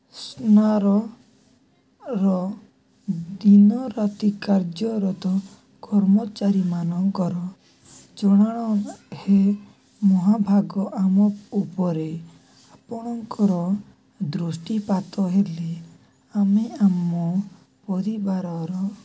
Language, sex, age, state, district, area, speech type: Odia, male, 18-30, Odisha, Nabarangpur, urban, spontaneous